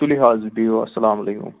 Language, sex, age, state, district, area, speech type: Kashmiri, male, 30-45, Jammu and Kashmir, Anantnag, rural, conversation